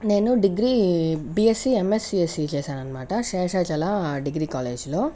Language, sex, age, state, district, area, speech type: Telugu, female, 60+, Andhra Pradesh, Sri Balaji, urban, spontaneous